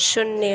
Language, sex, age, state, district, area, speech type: Hindi, female, 18-30, Madhya Pradesh, Harda, rural, read